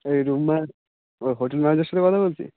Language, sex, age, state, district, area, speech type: Bengali, male, 18-30, West Bengal, Uttar Dinajpur, urban, conversation